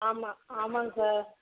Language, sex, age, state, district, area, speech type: Tamil, female, 45-60, Tamil Nadu, Tiruchirappalli, rural, conversation